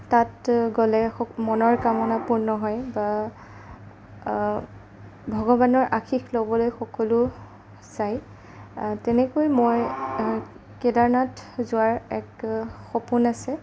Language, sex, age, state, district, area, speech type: Assamese, female, 30-45, Assam, Darrang, rural, spontaneous